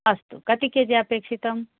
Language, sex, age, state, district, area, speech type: Sanskrit, female, 45-60, Karnataka, Uttara Kannada, urban, conversation